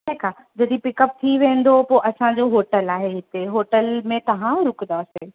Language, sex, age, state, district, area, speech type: Sindhi, female, 18-30, Uttar Pradesh, Lucknow, rural, conversation